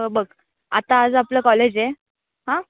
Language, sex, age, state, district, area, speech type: Marathi, female, 18-30, Maharashtra, Nashik, urban, conversation